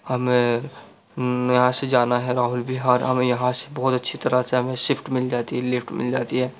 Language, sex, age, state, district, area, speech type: Urdu, male, 45-60, Uttar Pradesh, Gautam Buddha Nagar, urban, spontaneous